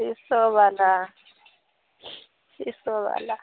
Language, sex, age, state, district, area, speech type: Maithili, female, 18-30, Bihar, Samastipur, rural, conversation